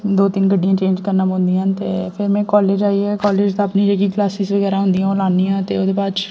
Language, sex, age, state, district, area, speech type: Dogri, female, 18-30, Jammu and Kashmir, Jammu, rural, spontaneous